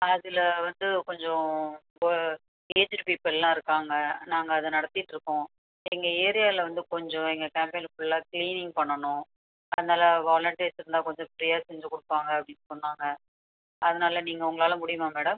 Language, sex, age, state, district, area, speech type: Tamil, female, 30-45, Tamil Nadu, Tiruchirappalli, rural, conversation